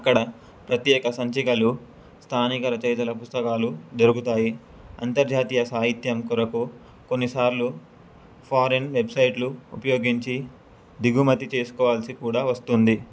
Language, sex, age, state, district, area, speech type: Telugu, male, 18-30, Telangana, Suryapet, urban, spontaneous